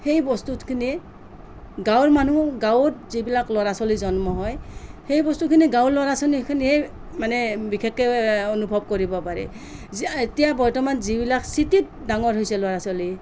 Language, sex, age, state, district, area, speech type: Assamese, female, 45-60, Assam, Nalbari, rural, spontaneous